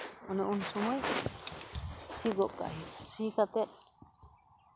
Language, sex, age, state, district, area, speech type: Santali, female, 45-60, West Bengal, Paschim Bardhaman, rural, spontaneous